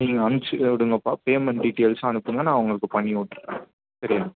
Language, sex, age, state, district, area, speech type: Tamil, male, 18-30, Tamil Nadu, Chennai, urban, conversation